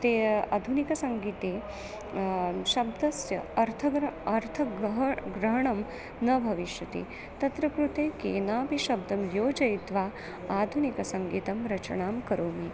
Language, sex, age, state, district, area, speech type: Sanskrit, female, 30-45, Maharashtra, Nagpur, urban, spontaneous